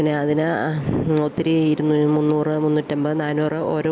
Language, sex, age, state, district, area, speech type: Malayalam, female, 30-45, Kerala, Idukki, rural, spontaneous